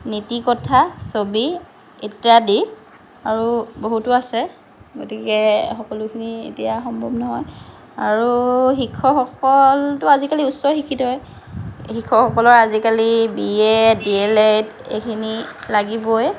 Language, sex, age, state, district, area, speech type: Assamese, female, 45-60, Assam, Lakhimpur, rural, spontaneous